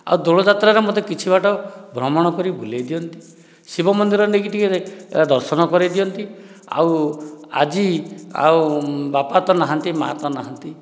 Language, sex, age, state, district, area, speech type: Odia, male, 60+, Odisha, Dhenkanal, rural, spontaneous